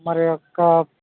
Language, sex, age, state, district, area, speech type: Telugu, male, 18-30, Telangana, Khammam, urban, conversation